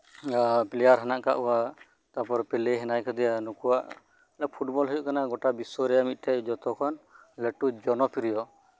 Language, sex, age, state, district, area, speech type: Santali, male, 30-45, West Bengal, Birbhum, rural, spontaneous